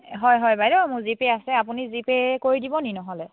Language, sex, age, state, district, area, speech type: Assamese, female, 18-30, Assam, Sivasagar, rural, conversation